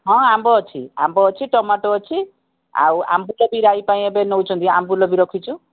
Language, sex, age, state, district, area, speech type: Odia, female, 45-60, Odisha, Koraput, urban, conversation